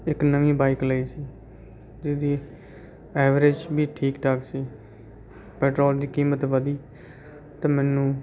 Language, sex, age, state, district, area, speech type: Punjabi, male, 30-45, Punjab, Bathinda, urban, spontaneous